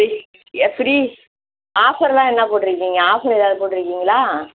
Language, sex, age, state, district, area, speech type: Tamil, female, 60+, Tamil Nadu, Virudhunagar, rural, conversation